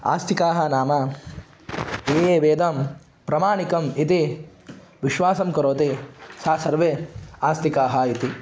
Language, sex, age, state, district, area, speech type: Sanskrit, male, 18-30, Andhra Pradesh, Kadapa, urban, spontaneous